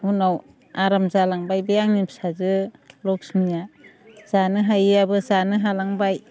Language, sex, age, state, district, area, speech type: Bodo, female, 45-60, Assam, Chirang, rural, spontaneous